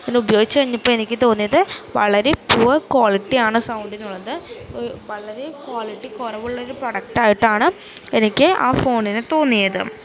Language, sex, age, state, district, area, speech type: Malayalam, female, 18-30, Kerala, Ernakulam, rural, spontaneous